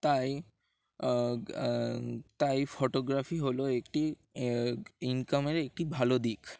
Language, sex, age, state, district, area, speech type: Bengali, male, 18-30, West Bengal, Dakshin Dinajpur, urban, spontaneous